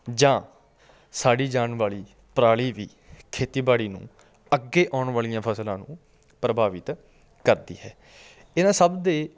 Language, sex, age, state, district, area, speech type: Punjabi, male, 30-45, Punjab, Patiala, rural, spontaneous